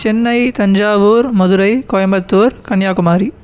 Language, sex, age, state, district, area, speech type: Sanskrit, male, 18-30, Tamil Nadu, Chennai, urban, spontaneous